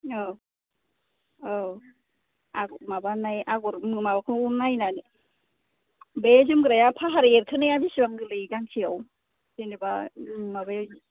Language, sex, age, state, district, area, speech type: Bodo, female, 45-60, Assam, Kokrajhar, urban, conversation